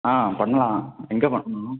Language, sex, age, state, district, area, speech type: Tamil, male, 18-30, Tamil Nadu, Thanjavur, rural, conversation